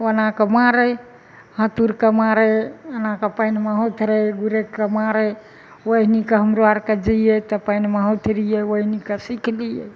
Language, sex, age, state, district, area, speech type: Maithili, female, 60+, Bihar, Madhepura, urban, spontaneous